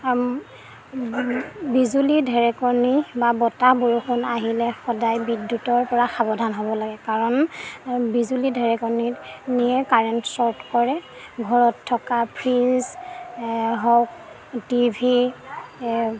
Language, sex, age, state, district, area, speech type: Assamese, female, 30-45, Assam, Golaghat, urban, spontaneous